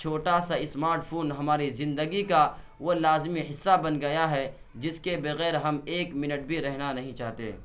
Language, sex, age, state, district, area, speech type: Urdu, male, 18-30, Bihar, Purnia, rural, spontaneous